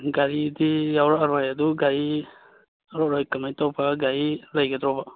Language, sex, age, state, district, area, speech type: Manipuri, male, 30-45, Manipur, Churachandpur, rural, conversation